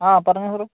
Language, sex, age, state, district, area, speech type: Malayalam, male, 18-30, Kerala, Wayanad, rural, conversation